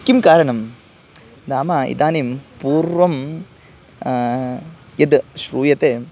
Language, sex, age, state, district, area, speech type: Sanskrit, male, 18-30, Karnataka, Bangalore Rural, rural, spontaneous